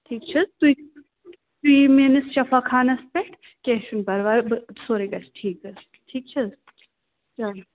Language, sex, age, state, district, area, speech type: Kashmiri, male, 18-30, Jammu and Kashmir, Srinagar, urban, conversation